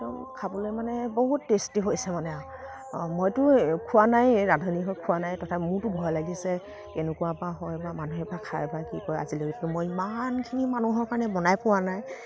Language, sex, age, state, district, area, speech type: Assamese, female, 30-45, Assam, Kamrup Metropolitan, urban, spontaneous